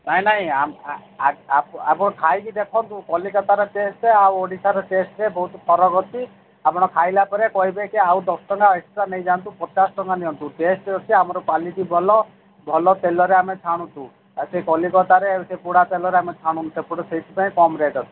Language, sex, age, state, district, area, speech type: Odia, male, 45-60, Odisha, Sundergarh, rural, conversation